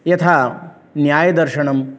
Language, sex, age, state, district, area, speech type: Sanskrit, male, 18-30, Uttar Pradesh, Lucknow, urban, spontaneous